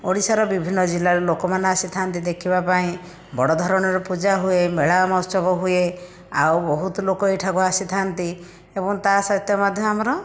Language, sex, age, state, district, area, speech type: Odia, female, 30-45, Odisha, Bhadrak, rural, spontaneous